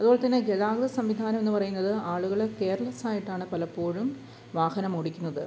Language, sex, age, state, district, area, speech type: Malayalam, female, 30-45, Kerala, Kottayam, rural, spontaneous